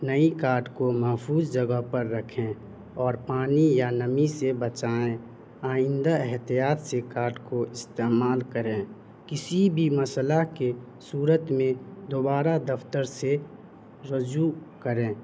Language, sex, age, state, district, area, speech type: Urdu, male, 18-30, Bihar, Madhubani, rural, spontaneous